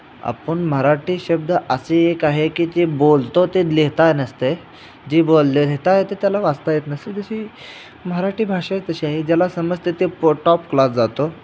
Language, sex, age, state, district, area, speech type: Marathi, male, 18-30, Maharashtra, Sangli, urban, spontaneous